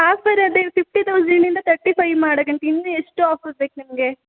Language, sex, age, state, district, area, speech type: Kannada, female, 18-30, Karnataka, Kodagu, rural, conversation